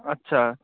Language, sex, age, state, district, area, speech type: Bengali, male, 18-30, West Bengal, Murshidabad, urban, conversation